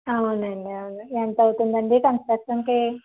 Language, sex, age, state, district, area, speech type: Telugu, female, 30-45, Andhra Pradesh, Vizianagaram, rural, conversation